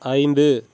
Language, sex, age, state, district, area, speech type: Tamil, male, 30-45, Tamil Nadu, Tiruchirappalli, rural, read